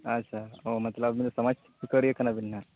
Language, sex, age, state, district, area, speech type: Santali, male, 18-30, Jharkhand, Seraikela Kharsawan, rural, conversation